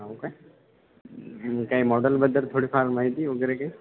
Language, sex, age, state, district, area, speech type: Marathi, male, 18-30, Maharashtra, Akola, rural, conversation